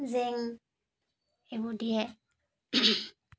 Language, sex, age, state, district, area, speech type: Assamese, female, 60+, Assam, Dibrugarh, rural, spontaneous